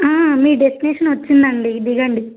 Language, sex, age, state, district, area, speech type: Telugu, female, 18-30, Telangana, Bhadradri Kothagudem, rural, conversation